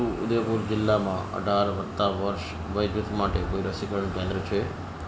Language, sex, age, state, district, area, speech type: Gujarati, male, 45-60, Gujarat, Ahmedabad, urban, read